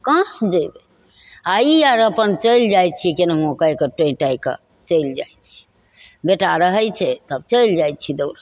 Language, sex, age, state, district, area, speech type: Maithili, female, 60+, Bihar, Begusarai, rural, spontaneous